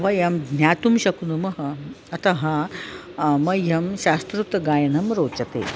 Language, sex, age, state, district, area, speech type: Sanskrit, female, 45-60, Maharashtra, Nagpur, urban, spontaneous